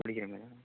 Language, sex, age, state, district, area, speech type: Tamil, male, 18-30, Tamil Nadu, Kallakurichi, urban, conversation